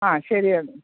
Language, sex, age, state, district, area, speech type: Malayalam, female, 45-60, Kerala, Thiruvananthapuram, urban, conversation